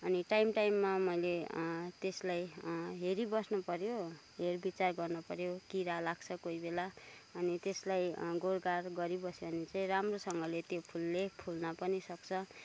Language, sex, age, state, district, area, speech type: Nepali, female, 30-45, West Bengal, Kalimpong, rural, spontaneous